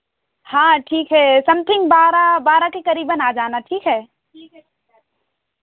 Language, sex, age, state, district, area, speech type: Hindi, female, 18-30, Madhya Pradesh, Seoni, urban, conversation